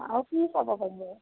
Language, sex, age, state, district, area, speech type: Assamese, female, 45-60, Assam, Majuli, urban, conversation